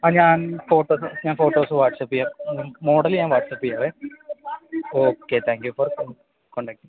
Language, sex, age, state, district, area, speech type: Malayalam, male, 18-30, Kerala, Idukki, rural, conversation